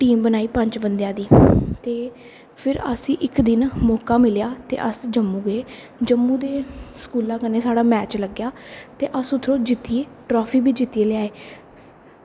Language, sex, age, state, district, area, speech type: Dogri, female, 18-30, Jammu and Kashmir, Kathua, rural, spontaneous